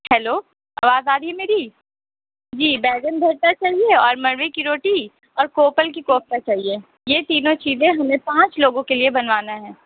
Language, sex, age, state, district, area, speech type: Urdu, female, 18-30, Bihar, Gaya, urban, conversation